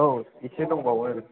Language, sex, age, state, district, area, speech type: Bodo, male, 30-45, Assam, Chirang, urban, conversation